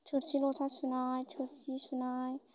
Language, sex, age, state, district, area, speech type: Bodo, female, 18-30, Assam, Baksa, rural, spontaneous